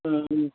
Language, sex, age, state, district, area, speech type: Tamil, male, 30-45, Tamil Nadu, Tiruvannamalai, urban, conversation